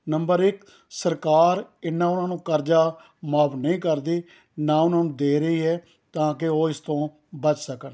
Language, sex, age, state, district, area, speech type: Punjabi, male, 60+, Punjab, Rupnagar, rural, spontaneous